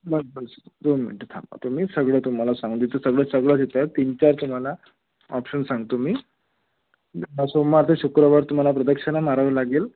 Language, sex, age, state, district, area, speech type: Marathi, male, 18-30, Maharashtra, Nagpur, urban, conversation